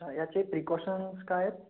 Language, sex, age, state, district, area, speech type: Marathi, male, 18-30, Maharashtra, Gondia, rural, conversation